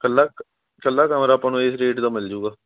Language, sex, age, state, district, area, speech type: Punjabi, male, 18-30, Punjab, Patiala, urban, conversation